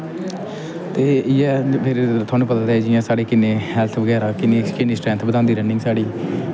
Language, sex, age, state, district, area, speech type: Dogri, male, 18-30, Jammu and Kashmir, Kathua, rural, spontaneous